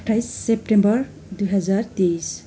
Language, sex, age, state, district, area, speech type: Nepali, female, 45-60, West Bengal, Darjeeling, rural, spontaneous